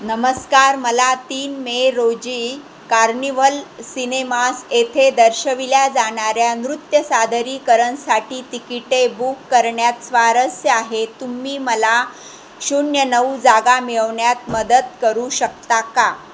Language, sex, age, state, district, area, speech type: Marathi, female, 45-60, Maharashtra, Jalna, rural, read